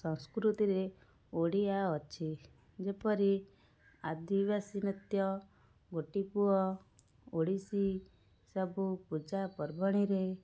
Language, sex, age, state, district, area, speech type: Odia, female, 30-45, Odisha, Cuttack, urban, spontaneous